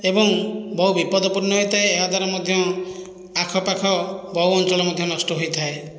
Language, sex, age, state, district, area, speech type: Odia, male, 45-60, Odisha, Khordha, rural, spontaneous